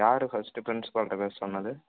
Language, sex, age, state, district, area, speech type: Tamil, male, 30-45, Tamil Nadu, Tiruvarur, rural, conversation